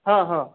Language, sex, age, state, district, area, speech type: Marathi, male, 30-45, Maharashtra, Akola, urban, conversation